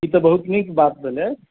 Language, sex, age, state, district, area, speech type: Maithili, male, 30-45, Bihar, Madhubani, rural, conversation